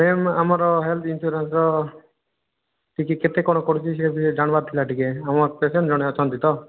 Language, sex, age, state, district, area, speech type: Odia, male, 18-30, Odisha, Nabarangpur, urban, conversation